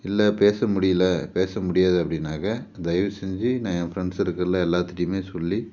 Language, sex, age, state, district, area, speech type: Tamil, male, 30-45, Tamil Nadu, Tiruchirappalli, rural, spontaneous